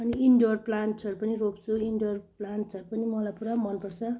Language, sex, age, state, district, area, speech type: Nepali, female, 45-60, West Bengal, Jalpaiguri, urban, spontaneous